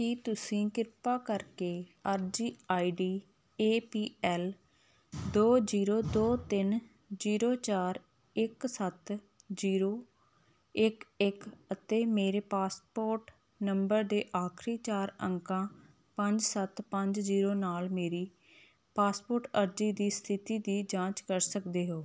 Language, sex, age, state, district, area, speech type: Punjabi, female, 30-45, Punjab, Hoshiarpur, rural, read